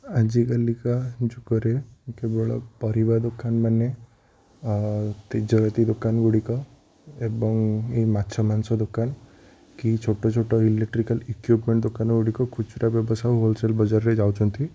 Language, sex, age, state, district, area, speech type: Odia, male, 18-30, Odisha, Puri, urban, spontaneous